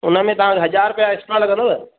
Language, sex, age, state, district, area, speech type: Sindhi, male, 30-45, Madhya Pradesh, Katni, urban, conversation